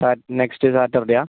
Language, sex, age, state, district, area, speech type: Malayalam, female, 45-60, Kerala, Kozhikode, urban, conversation